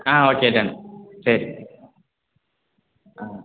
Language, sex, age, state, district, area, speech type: Tamil, male, 30-45, Tamil Nadu, Sivaganga, rural, conversation